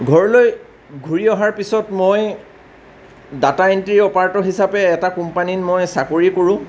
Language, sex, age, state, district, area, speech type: Assamese, male, 30-45, Assam, Lakhimpur, rural, spontaneous